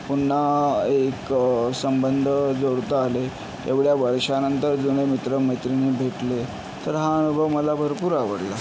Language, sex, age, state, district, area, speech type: Marathi, male, 60+, Maharashtra, Yavatmal, urban, spontaneous